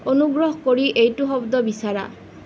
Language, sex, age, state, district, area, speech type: Assamese, female, 18-30, Assam, Nalbari, rural, read